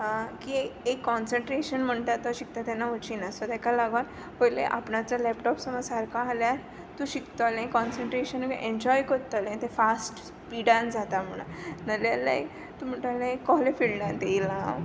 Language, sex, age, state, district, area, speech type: Goan Konkani, female, 18-30, Goa, Tiswadi, rural, spontaneous